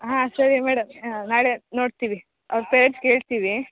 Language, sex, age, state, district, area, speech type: Kannada, female, 18-30, Karnataka, Kodagu, rural, conversation